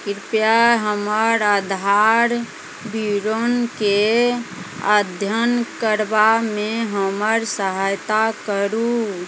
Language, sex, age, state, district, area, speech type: Maithili, female, 45-60, Bihar, Madhubani, rural, read